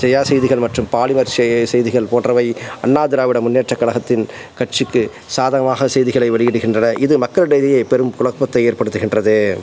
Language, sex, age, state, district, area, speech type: Tamil, male, 45-60, Tamil Nadu, Salem, rural, spontaneous